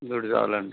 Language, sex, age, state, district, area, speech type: Telugu, male, 60+, Andhra Pradesh, East Godavari, rural, conversation